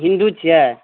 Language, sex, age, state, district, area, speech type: Maithili, male, 18-30, Bihar, Supaul, rural, conversation